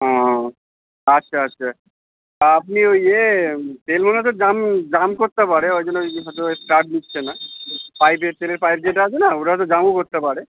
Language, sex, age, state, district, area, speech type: Bengali, male, 30-45, West Bengal, Uttar Dinajpur, urban, conversation